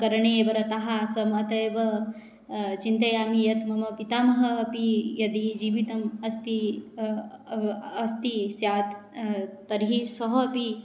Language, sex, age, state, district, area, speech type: Sanskrit, female, 18-30, Odisha, Jagatsinghpur, urban, spontaneous